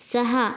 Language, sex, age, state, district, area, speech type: Marathi, female, 18-30, Maharashtra, Yavatmal, rural, read